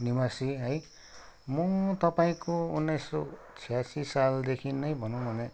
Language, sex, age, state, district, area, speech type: Nepali, male, 60+, West Bengal, Kalimpong, rural, spontaneous